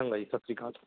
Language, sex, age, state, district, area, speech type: Punjabi, male, 30-45, Punjab, Mohali, urban, conversation